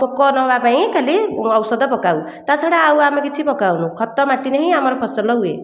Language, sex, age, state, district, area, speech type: Odia, female, 60+, Odisha, Khordha, rural, spontaneous